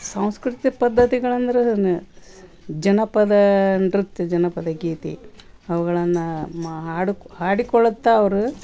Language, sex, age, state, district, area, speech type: Kannada, female, 60+, Karnataka, Koppal, rural, spontaneous